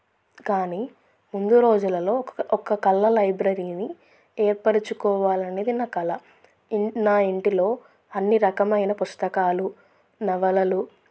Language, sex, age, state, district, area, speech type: Telugu, female, 30-45, Andhra Pradesh, Krishna, rural, spontaneous